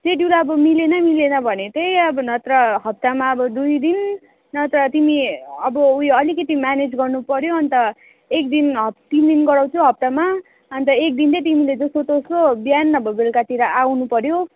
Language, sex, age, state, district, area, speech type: Nepali, female, 18-30, West Bengal, Darjeeling, rural, conversation